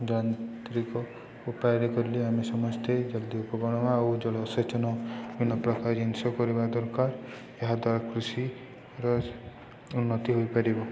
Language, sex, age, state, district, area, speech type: Odia, male, 18-30, Odisha, Subarnapur, urban, spontaneous